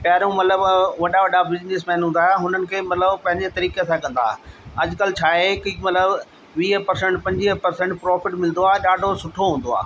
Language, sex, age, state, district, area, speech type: Sindhi, male, 60+, Delhi, South Delhi, urban, spontaneous